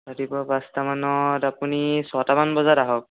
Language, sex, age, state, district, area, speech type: Assamese, male, 18-30, Assam, Sonitpur, rural, conversation